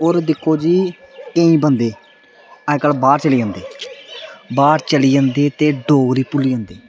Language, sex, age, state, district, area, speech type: Dogri, male, 18-30, Jammu and Kashmir, Samba, rural, spontaneous